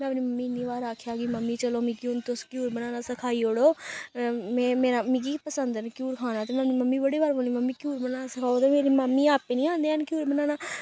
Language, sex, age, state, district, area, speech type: Dogri, female, 18-30, Jammu and Kashmir, Samba, rural, spontaneous